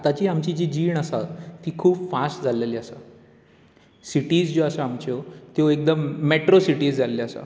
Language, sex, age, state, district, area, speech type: Goan Konkani, male, 18-30, Goa, Bardez, urban, spontaneous